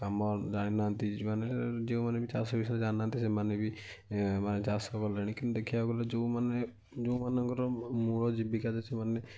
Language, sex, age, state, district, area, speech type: Odia, male, 60+, Odisha, Kendujhar, urban, spontaneous